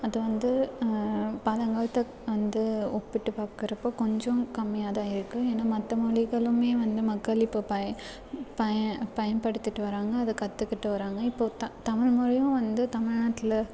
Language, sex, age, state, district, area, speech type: Tamil, female, 18-30, Tamil Nadu, Salem, urban, spontaneous